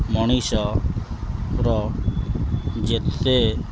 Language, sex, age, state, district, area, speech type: Odia, male, 30-45, Odisha, Kendrapara, urban, spontaneous